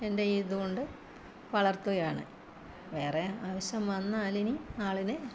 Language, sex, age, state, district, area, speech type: Malayalam, female, 45-60, Kerala, Kottayam, rural, spontaneous